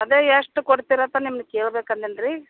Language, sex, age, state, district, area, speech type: Kannada, female, 45-60, Karnataka, Vijayapura, rural, conversation